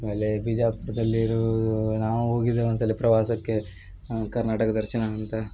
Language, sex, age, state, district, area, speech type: Kannada, male, 18-30, Karnataka, Uttara Kannada, rural, spontaneous